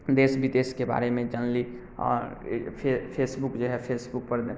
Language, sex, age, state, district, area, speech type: Maithili, male, 18-30, Bihar, Muzaffarpur, rural, spontaneous